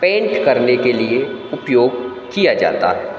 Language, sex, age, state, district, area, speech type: Hindi, male, 30-45, Madhya Pradesh, Hoshangabad, rural, spontaneous